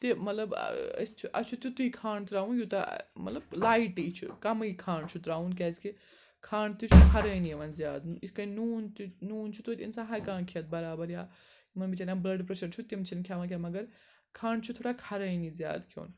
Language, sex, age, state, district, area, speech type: Kashmiri, female, 18-30, Jammu and Kashmir, Srinagar, urban, spontaneous